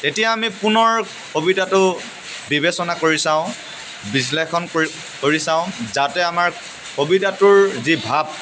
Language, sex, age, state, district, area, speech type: Assamese, male, 18-30, Assam, Dibrugarh, rural, spontaneous